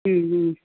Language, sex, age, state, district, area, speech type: Malayalam, female, 30-45, Kerala, Alappuzha, rural, conversation